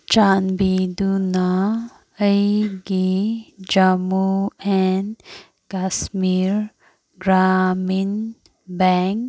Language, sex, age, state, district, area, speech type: Manipuri, female, 18-30, Manipur, Kangpokpi, urban, read